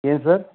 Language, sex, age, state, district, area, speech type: Kannada, male, 30-45, Karnataka, Belgaum, rural, conversation